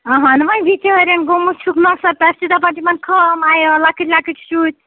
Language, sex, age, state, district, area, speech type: Kashmiri, female, 30-45, Jammu and Kashmir, Ganderbal, rural, conversation